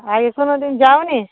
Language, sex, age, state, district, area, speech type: Bengali, female, 45-60, West Bengal, Darjeeling, urban, conversation